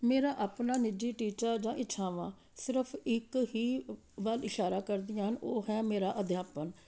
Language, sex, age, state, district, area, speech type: Punjabi, female, 45-60, Punjab, Amritsar, urban, spontaneous